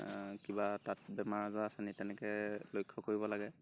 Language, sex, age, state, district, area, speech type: Assamese, male, 18-30, Assam, Golaghat, rural, spontaneous